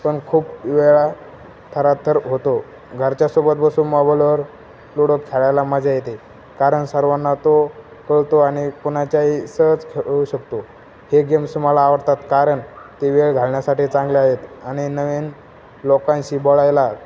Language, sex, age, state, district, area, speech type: Marathi, male, 18-30, Maharashtra, Jalna, urban, spontaneous